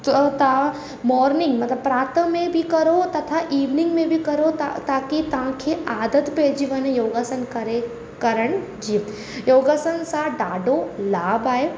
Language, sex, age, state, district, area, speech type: Sindhi, female, 18-30, Rajasthan, Ajmer, urban, spontaneous